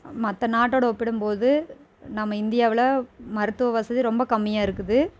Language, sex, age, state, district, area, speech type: Tamil, female, 30-45, Tamil Nadu, Erode, rural, spontaneous